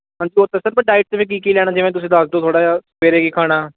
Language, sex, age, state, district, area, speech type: Punjabi, male, 18-30, Punjab, Ludhiana, urban, conversation